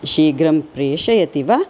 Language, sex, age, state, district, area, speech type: Sanskrit, female, 45-60, Karnataka, Chikkaballapur, urban, spontaneous